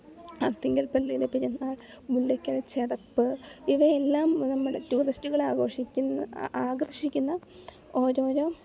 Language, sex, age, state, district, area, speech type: Malayalam, female, 18-30, Kerala, Alappuzha, rural, spontaneous